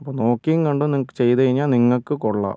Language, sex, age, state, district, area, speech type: Malayalam, male, 30-45, Kerala, Wayanad, rural, spontaneous